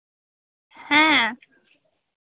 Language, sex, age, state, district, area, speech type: Santali, female, 18-30, West Bengal, Jhargram, rural, conversation